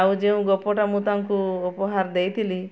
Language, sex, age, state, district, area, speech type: Odia, female, 60+, Odisha, Mayurbhanj, rural, spontaneous